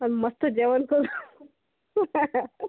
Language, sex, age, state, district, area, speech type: Marathi, female, 30-45, Maharashtra, Washim, rural, conversation